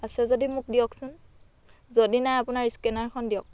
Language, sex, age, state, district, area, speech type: Assamese, female, 18-30, Assam, Dhemaji, rural, spontaneous